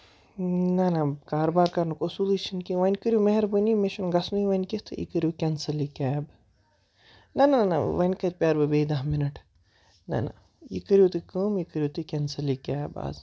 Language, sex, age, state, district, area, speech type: Kashmiri, male, 18-30, Jammu and Kashmir, Baramulla, rural, spontaneous